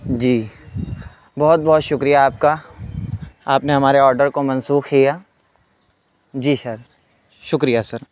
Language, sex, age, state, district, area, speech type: Urdu, male, 18-30, Uttar Pradesh, Saharanpur, urban, spontaneous